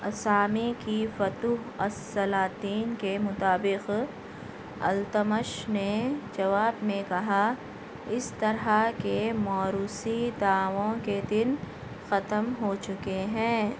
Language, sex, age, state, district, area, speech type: Urdu, female, 18-30, Telangana, Hyderabad, urban, read